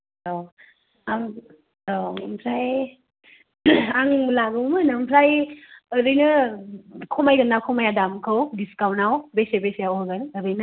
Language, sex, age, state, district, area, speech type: Bodo, female, 18-30, Assam, Kokrajhar, rural, conversation